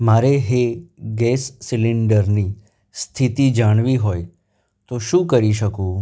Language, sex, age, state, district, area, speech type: Gujarati, male, 30-45, Gujarat, Anand, urban, spontaneous